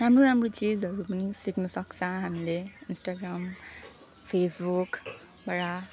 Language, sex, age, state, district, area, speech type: Nepali, female, 30-45, West Bengal, Alipurduar, rural, spontaneous